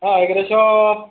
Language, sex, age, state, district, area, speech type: Malayalam, male, 18-30, Kerala, Kasaragod, rural, conversation